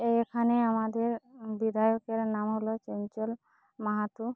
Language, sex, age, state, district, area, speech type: Bengali, female, 18-30, West Bengal, Jhargram, rural, spontaneous